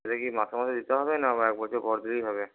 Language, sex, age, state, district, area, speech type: Bengali, male, 60+, West Bengal, Purba Bardhaman, urban, conversation